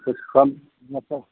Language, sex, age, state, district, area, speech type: Hindi, male, 45-60, Uttar Pradesh, Chandauli, urban, conversation